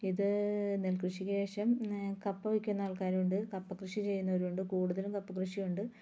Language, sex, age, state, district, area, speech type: Malayalam, female, 30-45, Kerala, Ernakulam, rural, spontaneous